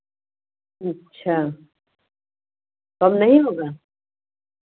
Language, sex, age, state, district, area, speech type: Hindi, female, 30-45, Uttar Pradesh, Varanasi, rural, conversation